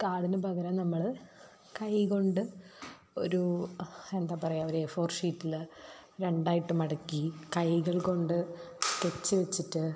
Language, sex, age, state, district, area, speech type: Malayalam, female, 30-45, Kerala, Thrissur, rural, spontaneous